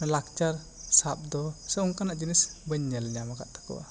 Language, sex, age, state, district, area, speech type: Santali, male, 18-30, West Bengal, Bankura, rural, spontaneous